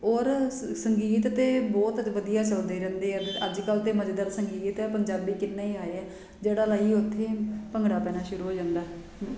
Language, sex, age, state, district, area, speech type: Punjabi, female, 30-45, Punjab, Jalandhar, urban, spontaneous